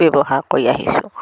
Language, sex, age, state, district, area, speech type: Assamese, female, 60+, Assam, Dibrugarh, rural, spontaneous